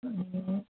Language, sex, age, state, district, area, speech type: Nepali, female, 45-60, West Bengal, Jalpaiguri, rural, conversation